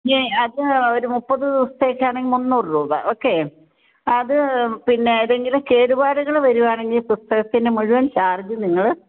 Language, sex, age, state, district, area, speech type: Malayalam, female, 60+, Kerala, Kollam, rural, conversation